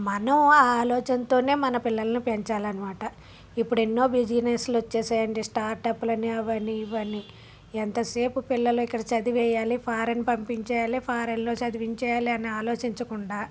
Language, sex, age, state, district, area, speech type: Telugu, female, 30-45, Andhra Pradesh, Vizianagaram, urban, spontaneous